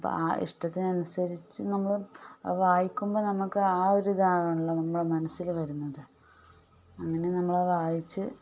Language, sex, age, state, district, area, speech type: Malayalam, female, 30-45, Kerala, Malappuram, rural, spontaneous